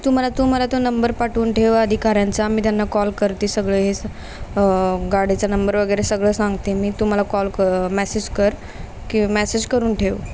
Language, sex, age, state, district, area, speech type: Marathi, female, 18-30, Maharashtra, Ratnagiri, rural, spontaneous